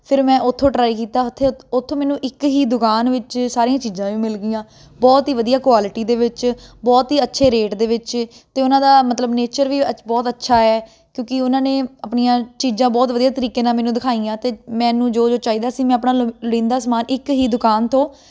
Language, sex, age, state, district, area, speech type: Punjabi, female, 18-30, Punjab, Ludhiana, urban, spontaneous